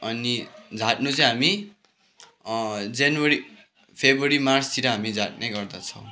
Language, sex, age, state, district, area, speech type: Nepali, male, 18-30, West Bengal, Kalimpong, rural, spontaneous